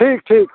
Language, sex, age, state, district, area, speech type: Maithili, male, 60+, Bihar, Muzaffarpur, rural, conversation